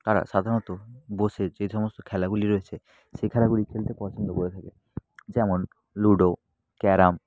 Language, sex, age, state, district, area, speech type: Bengali, male, 18-30, West Bengal, South 24 Parganas, rural, spontaneous